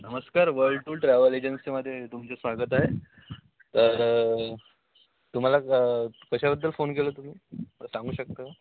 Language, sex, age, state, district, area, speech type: Marathi, male, 18-30, Maharashtra, Nagpur, rural, conversation